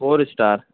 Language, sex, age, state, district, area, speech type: Urdu, male, 18-30, Uttar Pradesh, Balrampur, rural, conversation